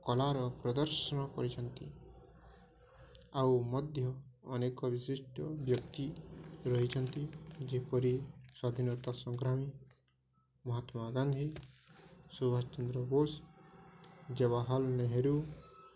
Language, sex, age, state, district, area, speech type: Odia, male, 18-30, Odisha, Balangir, urban, spontaneous